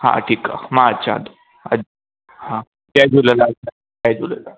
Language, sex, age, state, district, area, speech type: Sindhi, male, 18-30, Gujarat, Surat, urban, conversation